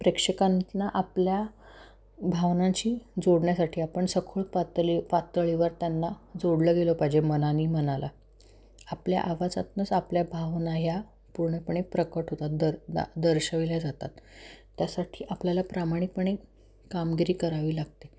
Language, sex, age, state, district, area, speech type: Marathi, female, 30-45, Maharashtra, Satara, urban, spontaneous